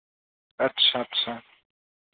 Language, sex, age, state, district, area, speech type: Hindi, male, 18-30, Madhya Pradesh, Ujjain, rural, conversation